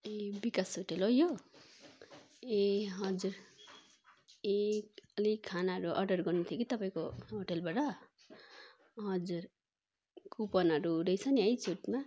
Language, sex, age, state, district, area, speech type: Nepali, female, 45-60, West Bengal, Darjeeling, rural, spontaneous